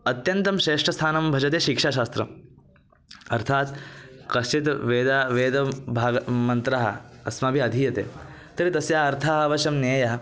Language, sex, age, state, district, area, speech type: Sanskrit, male, 18-30, Maharashtra, Thane, urban, spontaneous